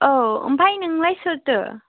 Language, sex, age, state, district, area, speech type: Bodo, female, 18-30, Assam, Chirang, urban, conversation